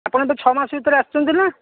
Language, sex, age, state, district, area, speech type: Odia, male, 30-45, Odisha, Bhadrak, rural, conversation